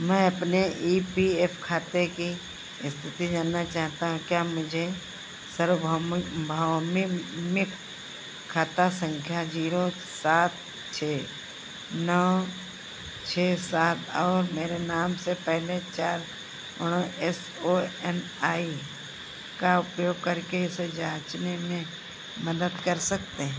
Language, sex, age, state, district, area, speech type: Hindi, female, 60+, Uttar Pradesh, Sitapur, rural, read